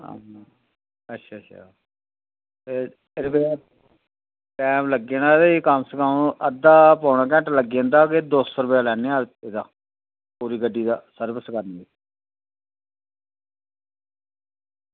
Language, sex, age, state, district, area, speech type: Dogri, male, 45-60, Jammu and Kashmir, Reasi, rural, conversation